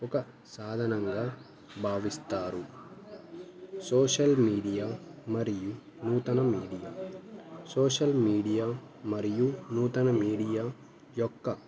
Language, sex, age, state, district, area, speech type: Telugu, male, 18-30, Andhra Pradesh, Annamaya, rural, spontaneous